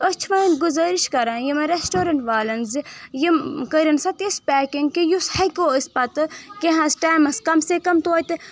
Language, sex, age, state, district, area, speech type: Kashmiri, female, 18-30, Jammu and Kashmir, Budgam, rural, spontaneous